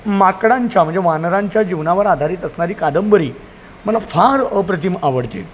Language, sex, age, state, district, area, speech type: Marathi, male, 30-45, Maharashtra, Palghar, rural, spontaneous